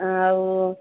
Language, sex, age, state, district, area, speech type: Odia, female, 45-60, Odisha, Sambalpur, rural, conversation